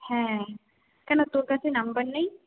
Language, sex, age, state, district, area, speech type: Bengali, female, 18-30, West Bengal, Jalpaiguri, rural, conversation